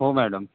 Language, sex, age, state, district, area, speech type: Marathi, male, 45-60, Maharashtra, Nagpur, urban, conversation